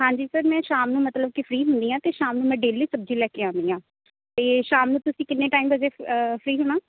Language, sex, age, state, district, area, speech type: Punjabi, female, 18-30, Punjab, Shaheed Bhagat Singh Nagar, urban, conversation